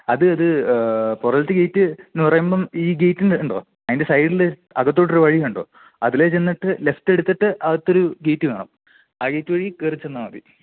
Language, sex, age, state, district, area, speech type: Malayalam, male, 18-30, Kerala, Idukki, rural, conversation